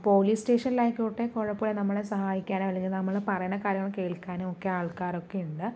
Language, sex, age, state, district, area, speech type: Malayalam, female, 30-45, Kerala, Palakkad, rural, spontaneous